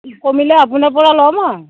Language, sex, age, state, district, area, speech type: Assamese, female, 60+, Assam, Darrang, rural, conversation